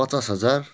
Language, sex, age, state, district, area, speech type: Nepali, male, 45-60, West Bengal, Darjeeling, rural, spontaneous